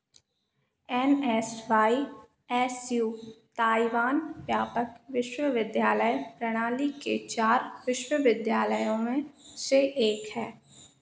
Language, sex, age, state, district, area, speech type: Hindi, female, 18-30, Madhya Pradesh, Narsinghpur, rural, read